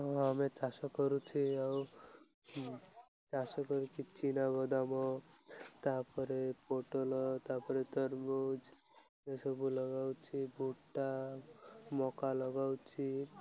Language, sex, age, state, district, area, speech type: Odia, male, 18-30, Odisha, Malkangiri, urban, spontaneous